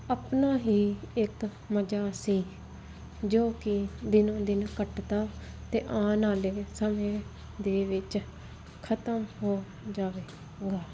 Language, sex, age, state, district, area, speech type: Punjabi, female, 18-30, Punjab, Fazilka, rural, spontaneous